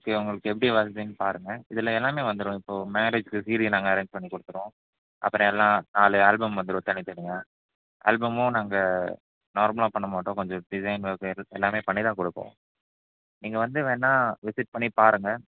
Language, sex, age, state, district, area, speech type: Tamil, male, 18-30, Tamil Nadu, Nilgiris, rural, conversation